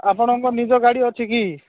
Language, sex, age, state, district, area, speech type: Odia, male, 30-45, Odisha, Malkangiri, urban, conversation